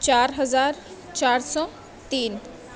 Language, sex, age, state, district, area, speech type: Urdu, female, 18-30, Uttar Pradesh, Mau, urban, spontaneous